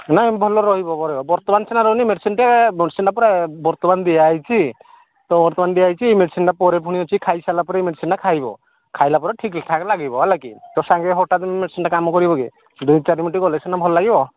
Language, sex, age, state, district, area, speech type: Odia, male, 45-60, Odisha, Angul, rural, conversation